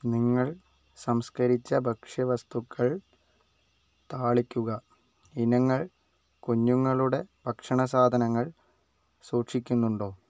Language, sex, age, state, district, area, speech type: Malayalam, male, 45-60, Kerala, Wayanad, rural, read